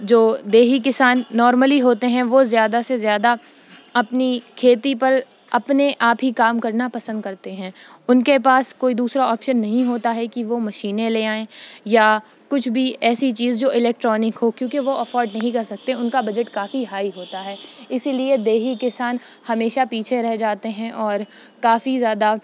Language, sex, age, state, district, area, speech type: Urdu, female, 18-30, Uttar Pradesh, Shahjahanpur, rural, spontaneous